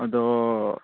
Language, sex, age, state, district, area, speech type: Manipuri, male, 18-30, Manipur, Chandel, rural, conversation